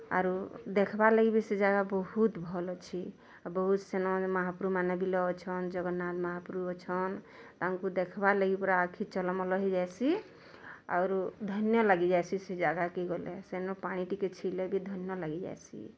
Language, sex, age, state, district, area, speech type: Odia, female, 30-45, Odisha, Bargarh, urban, spontaneous